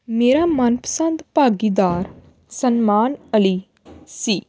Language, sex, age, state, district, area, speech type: Punjabi, female, 18-30, Punjab, Hoshiarpur, rural, spontaneous